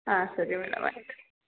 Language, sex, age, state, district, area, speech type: Kannada, female, 18-30, Karnataka, Hassan, rural, conversation